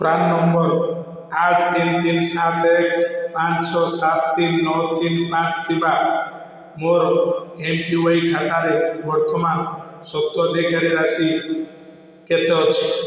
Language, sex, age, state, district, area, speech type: Odia, male, 45-60, Odisha, Balasore, rural, read